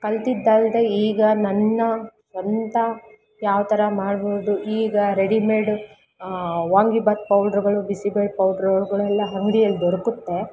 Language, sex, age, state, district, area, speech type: Kannada, female, 18-30, Karnataka, Kolar, rural, spontaneous